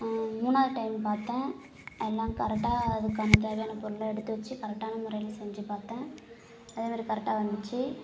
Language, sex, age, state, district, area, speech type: Tamil, female, 18-30, Tamil Nadu, Kallakurichi, rural, spontaneous